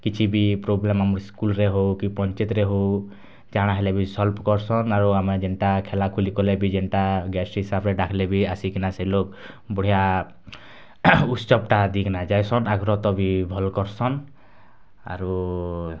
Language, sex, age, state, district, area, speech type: Odia, male, 18-30, Odisha, Kalahandi, rural, spontaneous